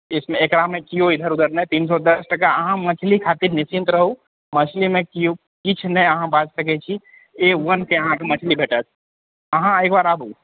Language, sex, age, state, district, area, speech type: Maithili, male, 18-30, Bihar, Purnia, urban, conversation